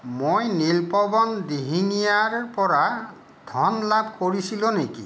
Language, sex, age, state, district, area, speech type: Assamese, male, 45-60, Assam, Kamrup Metropolitan, urban, read